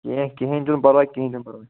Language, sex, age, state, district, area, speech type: Kashmiri, male, 18-30, Jammu and Kashmir, Shopian, rural, conversation